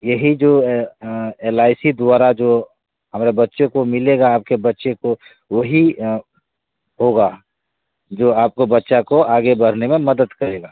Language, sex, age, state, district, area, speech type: Hindi, male, 30-45, Bihar, Begusarai, urban, conversation